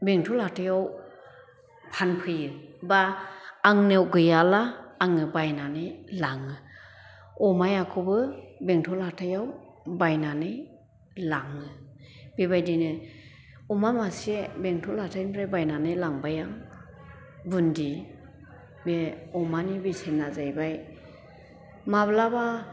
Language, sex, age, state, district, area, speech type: Bodo, female, 60+, Assam, Chirang, rural, spontaneous